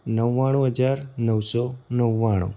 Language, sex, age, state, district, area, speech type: Gujarati, male, 30-45, Gujarat, Anand, urban, spontaneous